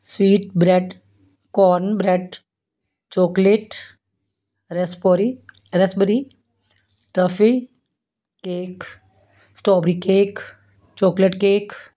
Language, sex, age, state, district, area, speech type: Punjabi, female, 60+, Punjab, Fazilka, rural, spontaneous